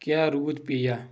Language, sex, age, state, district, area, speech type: Kashmiri, male, 18-30, Jammu and Kashmir, Kulgam, rural, read